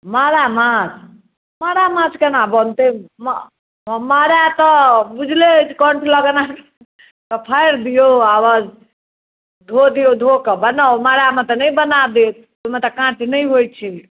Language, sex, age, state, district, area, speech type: Maithili, female, 60+, Bihar, Madhubani, urban, conversation